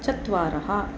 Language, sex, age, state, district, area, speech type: Sanskrit, female, 45-60, Tamil Nadu, Chennai, urban, read